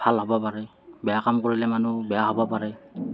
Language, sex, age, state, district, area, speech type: Assamese, male, 30-45, Assam, Morigaon, rural, spontaneous